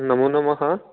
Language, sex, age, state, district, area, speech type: Sanskrit, male, 18-30, Rajasthan, Jaipur, urban, conversation